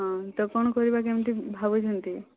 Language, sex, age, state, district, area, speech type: Odia, female, 18-30, Odisha, Boudh, rural, conversation